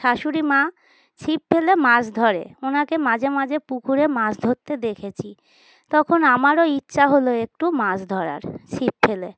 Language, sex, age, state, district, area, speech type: Bengali, female, 30-45, West Bengal, Dakshin Dinajpur, urban, spontaneous